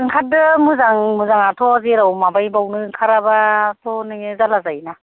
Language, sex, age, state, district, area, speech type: Bodo, female, 60+, Assam, Kokrajhar, urban, conversation